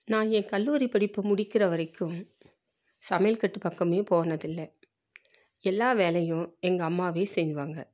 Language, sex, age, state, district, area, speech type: Tamil, female, 45-60, Tamil Nadu, Salem, rural, spontaneous